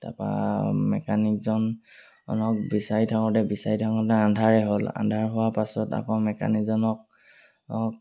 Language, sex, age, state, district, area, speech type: Assamese, male, 18-30, Assam, Sivasagar, rural, spontaneous